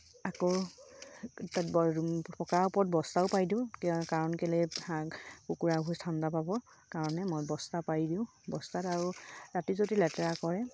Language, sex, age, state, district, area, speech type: Assamese, female, 30-45, Assam, Sivasagar, rural, spontaneous